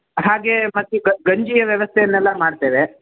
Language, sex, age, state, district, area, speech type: Kannada, male, 18-30, Karnataka, Shimoga, rural, conversation